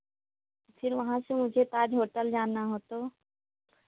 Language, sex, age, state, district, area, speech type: Hindi, female, 30-45, Uttar Pradesh, Pratapgarh, rural, conversation